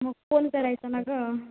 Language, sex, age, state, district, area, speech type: Marathi, male, 18-30, Maharashtra, Nagpur, urban, conversation